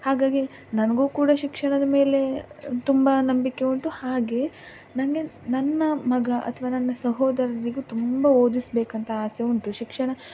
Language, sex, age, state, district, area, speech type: Kannada, female, 18-30, Karnataka, Dakshina Kannada, rural, spontaneous